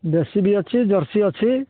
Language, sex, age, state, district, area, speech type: Odia, male, 60+, Odisha, Kalahandi, rural, conversation